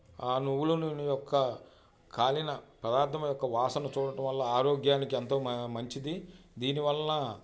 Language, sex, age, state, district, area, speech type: Telugu, male, 45-60, Andhra Pradesh, Bapatla, urban, spontaneous